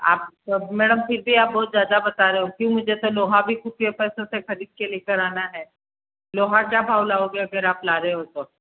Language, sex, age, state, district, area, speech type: Hindi, female, 45-60, Rajasthan, Jodhpur, urban, conversation